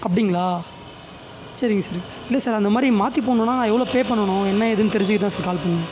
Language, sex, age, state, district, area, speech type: Tamil, male, 18-30, Tamil Nadu, Tiruvannamalai, rural, spontaneous